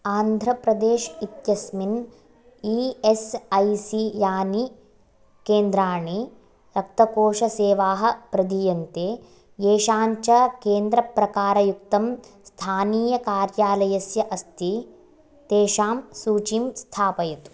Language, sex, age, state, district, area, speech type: Sanskrit, female, 18-30, Karnataka, Bagalkot, urban, read